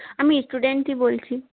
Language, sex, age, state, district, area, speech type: Bengali, female, 18-30, West Bengal, Birbhum, urban, conversation